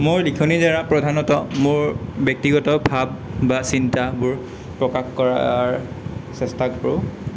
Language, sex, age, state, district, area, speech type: Assamese, male, 18-30, Assam, Sonitpur, rural, spontaneous